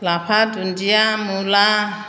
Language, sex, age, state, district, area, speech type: Bodo, female, 60+, Assam, Chirang, urban, spontaneous